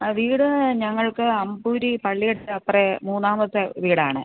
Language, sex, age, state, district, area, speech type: Malayalam, female, 45-60, Kerala, Thiruvananthapuram, rural, conversation